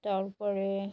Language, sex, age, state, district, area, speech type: Bengali, female, 18-30, West Bengal, Murshidabad, urban, spontaneous